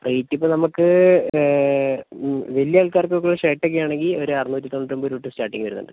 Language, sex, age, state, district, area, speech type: Malayalam, male, 30-45, Kerala, Wayanad, rural, conversation